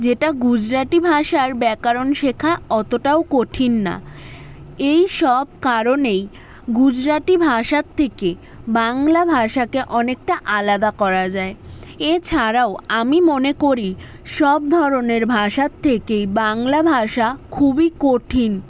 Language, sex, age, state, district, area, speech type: Bengali, female, 18-30, West Bengal, South 24 Parganas, urban, spontaneous